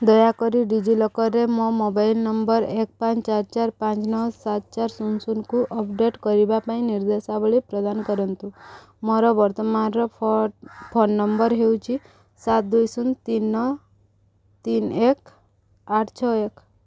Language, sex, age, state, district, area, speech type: Odia, female, 18-30, Odisha, Subarnapur, urban, read